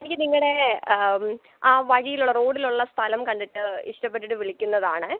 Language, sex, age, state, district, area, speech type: Malayalam, male, 18-30, Kerala, Alappuzha, rural, conversation